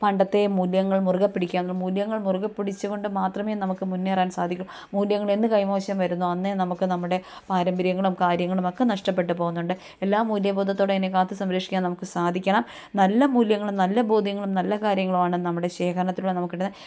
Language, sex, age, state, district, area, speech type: Malayalam, female, 30-45, Kerala, Kottayam, rural, spontaneous